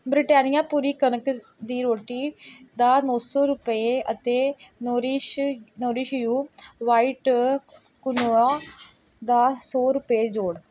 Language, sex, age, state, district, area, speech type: Punjabi, female, 18-30, Punjab, Pathankot, rural, read